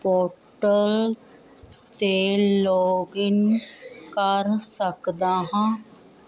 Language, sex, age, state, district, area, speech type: Punjabi, female, 45-60, Punjab, Mohali, urban, read